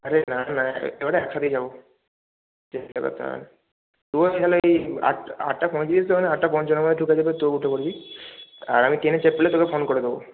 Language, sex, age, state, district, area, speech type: Bengali, male, 18-30, West Bengal, Hooghly, urban, conversation